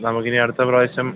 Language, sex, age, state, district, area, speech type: Malayalam, male, 18-30, Kerala, Kollam, rural, conversation